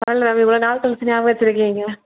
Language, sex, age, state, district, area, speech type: Tamil, female, 18-30, Tamil Nadu, Chengalpattu, urban, conversation